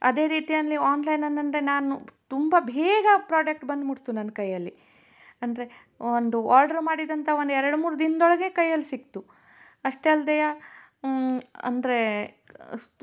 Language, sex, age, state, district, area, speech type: Kannada, female, 30-45, Karnataka, Shimoga, rural, spontaneous